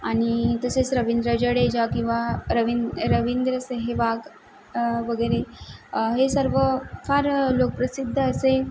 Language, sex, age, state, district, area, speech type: Marathi, female, 18-30, Maharashtra, Mumbai City, urban, spontaneous